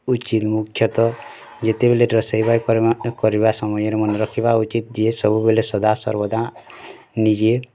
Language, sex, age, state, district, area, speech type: Odia, male, 18-30, Odisha, Bargarh, urban, spontaneous